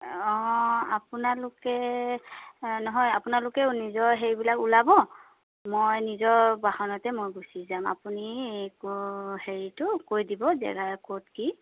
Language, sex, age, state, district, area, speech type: Assamese, female, 30-45, Assam, Dibrugarh, urban, conversation